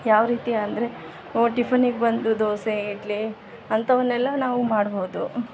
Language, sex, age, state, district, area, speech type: Kannada, female, 30-45, Karnataka, Vijayanagara, rural, spontaneous